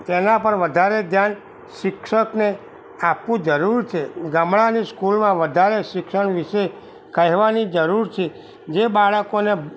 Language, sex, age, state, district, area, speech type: Gujarati, male, 45-60, Gujarat, Kheda, rural, spontaneous